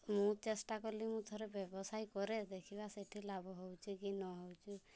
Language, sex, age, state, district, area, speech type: Odia, female, 45-60, Odisha, Mayurbhanj, rural, spontaneous